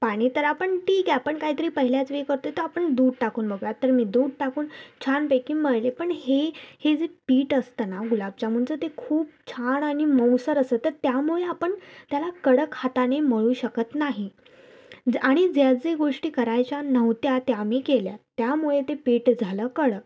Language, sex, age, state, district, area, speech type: Marathi, female, 18-30, Maharashtra, Thane, urban, spontaneous